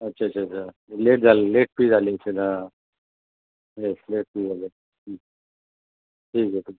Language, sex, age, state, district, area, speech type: Marathi, male, 45-60, Maharashtra, Thane, rural, conversation